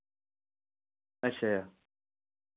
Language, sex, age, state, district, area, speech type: Dogri, male, 45-60, Jammu and Kashmir, Reasi, rural, conversation